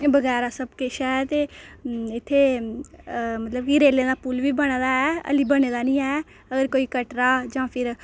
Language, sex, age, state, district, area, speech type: Dogri, female, 18-30, Jammu and Kashmir, Reasi, rural, spontaneous